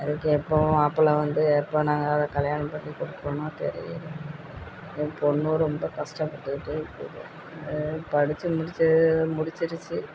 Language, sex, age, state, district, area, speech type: Tamil, female, 45-60, Tamil Nadu, Thanjavur, rural, spontaneous